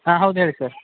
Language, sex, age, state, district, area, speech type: Kannada, male, 18-30, Karnataka, Gadag, rural, conversation